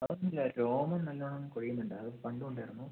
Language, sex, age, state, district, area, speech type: Malayalam, male, 18-30, Kerala, Wayanad, rural, conversation